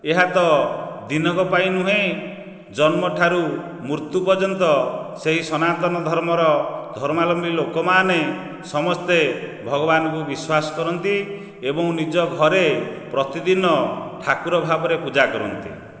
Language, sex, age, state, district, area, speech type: Odia, male, 45-60, Odisha, Nayagarh, rural, spontaneous